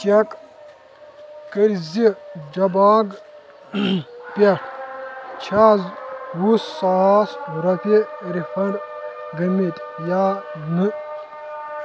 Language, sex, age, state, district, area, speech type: Kashmiri, male, 18-30, Jammu and Kashmir, Shopian, rural, read